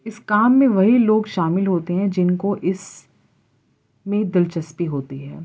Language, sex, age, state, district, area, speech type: Urdu, female, 18-30, Uttar Pradesh, Ghaziabad, urban, spontaneous